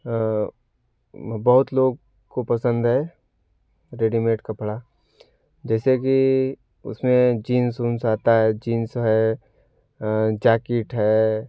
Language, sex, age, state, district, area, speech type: Hindi, male, 18-30, Uttar Pradesh, Varanasi, rural, spontaneous